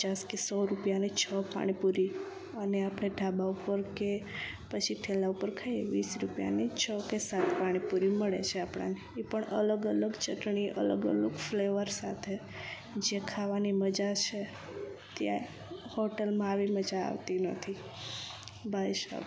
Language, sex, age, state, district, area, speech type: Gujarati, female, 18-30, Gujarat, Kutch, rural, spontaneous